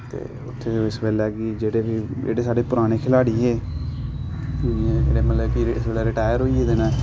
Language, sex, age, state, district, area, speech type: Dogri, male, 18-30, Jammu and Kashmir, Samba, urban, spontaneous